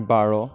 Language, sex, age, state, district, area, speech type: Assamese, male, 18-30, Assam, Kamrup Metropolitan, urban, spontaneous